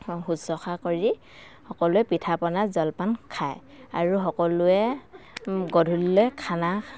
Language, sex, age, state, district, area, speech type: Assamese, female, 45-60, Assam, Dhemaji, rural, spontaneous